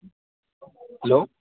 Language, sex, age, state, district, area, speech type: Assamese, male, 30-45, Assam, Nalbari, rural, conversation